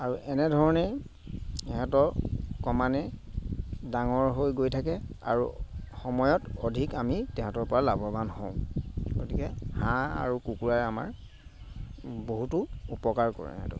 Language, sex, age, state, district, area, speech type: Assamese, male, 30-45, Assam, Sivasagar, rural, spontaneous